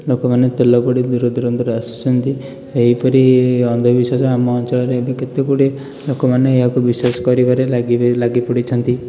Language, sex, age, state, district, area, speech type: Odia, male, 18-30, Odisha, Puri, urban, spontaneous